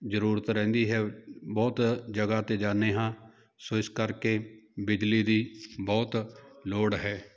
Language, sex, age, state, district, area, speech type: Punjabi, male, 30-45, Punjab, Jalandhar, urban, spontaneous